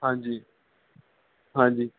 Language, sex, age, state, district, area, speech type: Punjabi, male, 18-30, Punjab, Kapurthala, urban, conversation